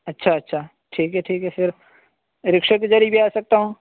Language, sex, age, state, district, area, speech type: Urdu, male, 18-30, Uttar Pradesh, Saharanpur, urban, conversation